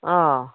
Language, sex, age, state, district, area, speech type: Manipuri, female, 30-45, Manipur, Kangpokpi, urban, conversation